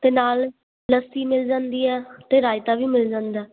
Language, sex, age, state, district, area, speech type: Punjabi, female, 18-30, Punjab, Muktsar, urban, conversation